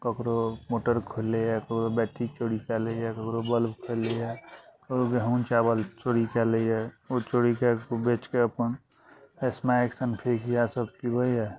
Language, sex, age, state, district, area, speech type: Maithili, male, 45-60, Bihar, Araria, rural, spontaneous